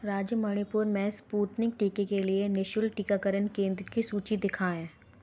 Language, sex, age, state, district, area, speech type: Hindi, female, 18-30, Madhya Pradesh, Gwalior, urban, read